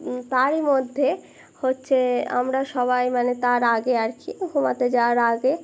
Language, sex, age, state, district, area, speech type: Bengali, female, 18-30, West Bengal, Birbhum, urban, spontaneous